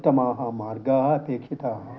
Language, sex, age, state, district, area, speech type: Sanskrit, male, 60+, Karnataka, Bangalore Urban, urban, spontaneous